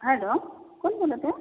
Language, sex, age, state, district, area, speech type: Marathi, female, 45-60, Maharashtra, Amravati, urban, conversation